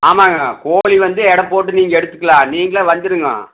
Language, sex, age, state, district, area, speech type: Tamil, male, 60+, Tamil Nadu, Erode, urban, conversation